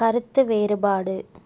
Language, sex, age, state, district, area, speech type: Tamil, female, 18-30, Tamil Nadu, Tiruppur, rural, read